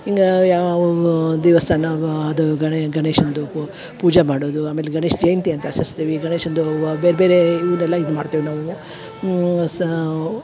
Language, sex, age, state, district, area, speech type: Kannada, female, 60+, Karnataka, Dharwad, rural, spontaneous